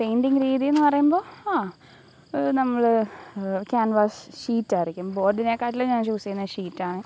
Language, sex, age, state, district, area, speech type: Malayalam, female, 18-30, Kerala, Alappuzha, rural, spontaneous